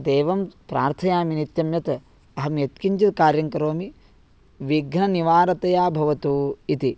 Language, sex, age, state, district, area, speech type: Sanskrit, male, 18-30, Karnataka, Vijayapura, rural, spontaneous